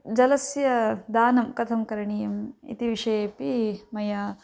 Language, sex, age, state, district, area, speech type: Sanskrit, female, 18-30, Karnataka, Chikkaballapur, rural, spontaneous